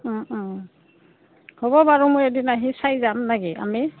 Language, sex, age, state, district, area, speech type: Assamese, female, 45-60, Assam, Goalpara, urban, conversation